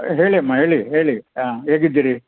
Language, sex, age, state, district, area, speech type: Kannada, male, 60+, Karnataka, Udupi, rural, conversation